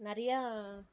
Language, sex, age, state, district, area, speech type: Tamil, female, 18-30, Tamil Nadu, Kallakurichi, rural, spontaneous